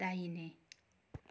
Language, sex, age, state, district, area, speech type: Nepali, female, 60+, West Bengal, Kalimpong, rural, read